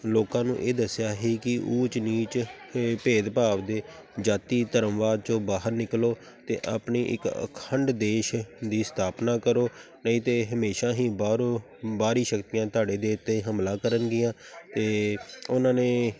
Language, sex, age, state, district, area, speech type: Punjabi, male, 30-45, Punjab, Tarn Taran, urban, spontaneous